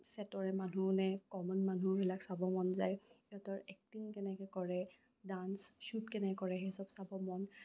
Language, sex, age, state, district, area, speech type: Assamese, female, 18-30, Assam, Kamrup Metropolitan, urban, spontaneous